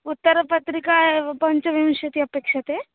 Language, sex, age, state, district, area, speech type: Sanskrit, female, 18-30, Maharashtra, Nagpur, urban, conversation